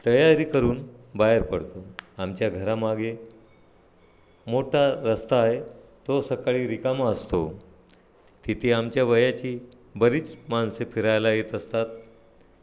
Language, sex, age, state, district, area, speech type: Marathi, male, 60+, Maharashtra, Nagpur, urban, spontaneous